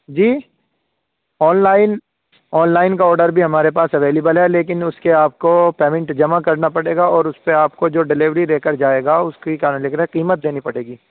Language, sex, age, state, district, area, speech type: Urdu, male, 18-30, Uttar Pradesh, Saharanpur, urban, conversation